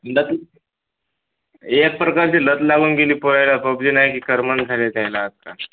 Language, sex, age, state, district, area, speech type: Marathi, male, 18-30, Maharashtra, Hingoli, urban, conversation